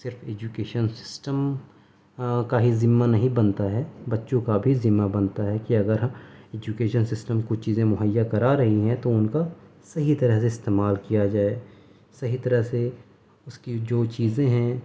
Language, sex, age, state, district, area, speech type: Urdu, male, 30-45, Delhi, South Delhi, rural, spontaneous